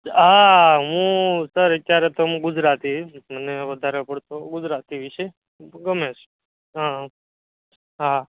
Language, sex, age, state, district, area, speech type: Gujarati, male, 18-30, Gujarat, Surat, rural, conversation